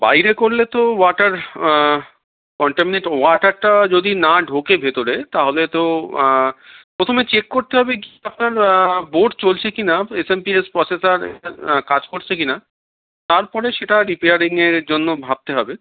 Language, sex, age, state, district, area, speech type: Bengali, male, 45-60, West Bengal, Darjeeling, rural, conversation